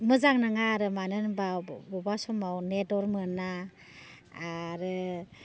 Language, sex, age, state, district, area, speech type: Bodo, female, 45-60, Assam, Baksa, rural, spontaneous